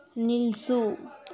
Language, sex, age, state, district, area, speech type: Kannada, female, 30-45, Karnataka, Tumkur, rural, read